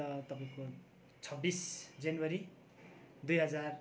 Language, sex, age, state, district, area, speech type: Nepali, male, 30-45, West Bengal, Darjeeling, rural, spontaneous